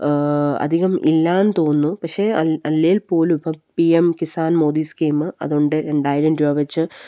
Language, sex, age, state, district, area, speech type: Malayalam, female, 30-45, Kerala, Palakkad, rural, spontaneous